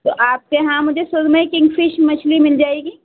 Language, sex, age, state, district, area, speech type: Urdu, female, 30-45, Delhi, East Delhi, urban, conversation